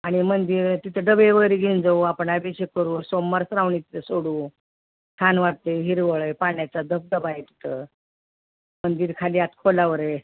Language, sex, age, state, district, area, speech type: Marathi, female, 60+, Maharashtra, Osmanabad, rural, conversation